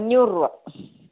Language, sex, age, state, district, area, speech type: Malayalam, female, 45-60, Kerala, Kottayam, rural, conversation